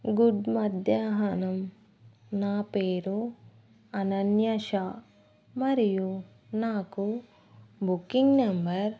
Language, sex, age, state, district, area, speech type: Telugu, female, 30-45, Telangana, Adilabad, rural, read